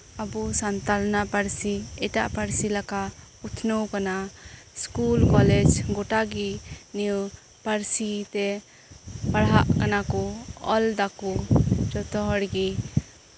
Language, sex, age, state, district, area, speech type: Santali, female, 18-30, West Bengal, Birbhum, rural, spontaneous